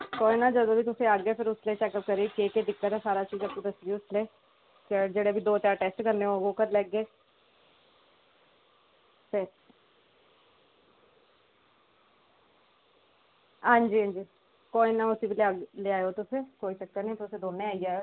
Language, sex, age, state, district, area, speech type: Dogri, female, 18-30, Jammu and Kashmir, Samba, urban, conversation